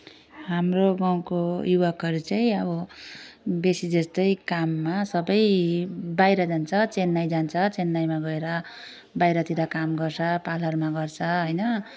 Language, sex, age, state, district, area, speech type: Nepali, female, 18-30, West Bengal, Darjeeling, rural, spontaneous